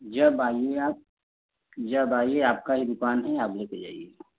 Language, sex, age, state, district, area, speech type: Hindi, male, 30-45, Uttar Pradesh, Jaunpur, rural, conversation